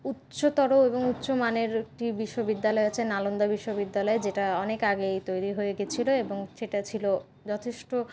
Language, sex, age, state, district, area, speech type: Bengali, female, 60+, West Bengal, Paschim Bardhaman, urban, spontaneous